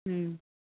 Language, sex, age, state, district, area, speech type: Manipuri, female, 45-60, Manipur, Churachandpur, rural, conversation